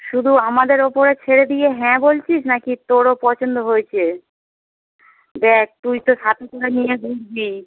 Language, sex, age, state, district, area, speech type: Bengali, male, 30-45, West Bengal, Howrah, urban, conversation